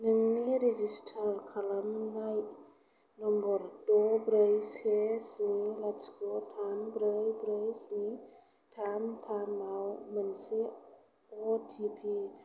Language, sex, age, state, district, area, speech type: Bodo, female, 45-60, Assam, Kokrajhar, rural, read